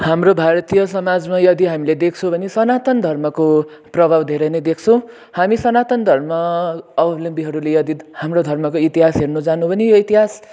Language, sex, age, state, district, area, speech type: Nepali, male, 18-30, West Bengal, Kalimpong, rural, spontaneous